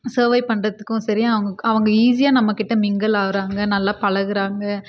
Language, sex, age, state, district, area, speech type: Tamil, female, 18-30, Tamil Nadu, Krishnagiri, rural, spontaneous